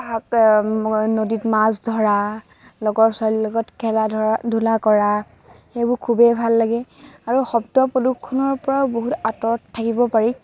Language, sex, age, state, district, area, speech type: Assamese, female, 18-30, Assam, Lakhimpur, rural, spontaneous